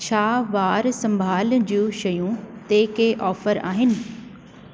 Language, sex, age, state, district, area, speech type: Sindhi, female, 45-60, Delhi, South Delhi, urban, read